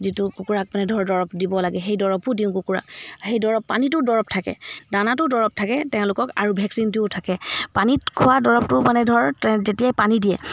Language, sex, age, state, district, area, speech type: Assamese, female, 30-45, Assam, Charaideo, rural, spontaneous